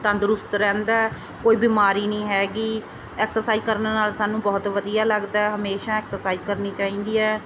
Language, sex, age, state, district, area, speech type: Punjabi, female, 30-45, Punjab, Mansa, rural, spontaneous